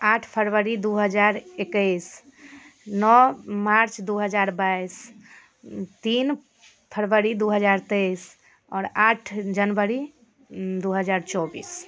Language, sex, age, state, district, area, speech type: Maithili, female, 18-30, Bihar, Darbhanga, rural, spontaneous